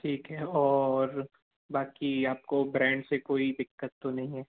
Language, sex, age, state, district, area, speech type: Hindi, male, 18-30, Madhya Pradesh, Jabalpur, urban, conversation